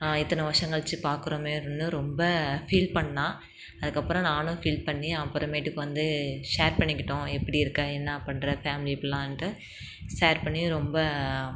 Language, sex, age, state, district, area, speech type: Tamil, female, 30-45, Tamil Nadu, Tiruchirappalli, rural, spontaneous